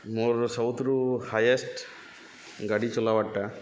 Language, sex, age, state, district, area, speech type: Odia, male, 30-45, Odisha, Subarnapur, urban, spontaneous